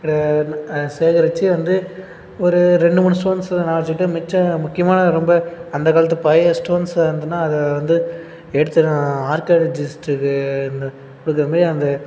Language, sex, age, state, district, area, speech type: Tamil, male, 30-45, Tamil Nadu, Cuddalore, rural, spontaneous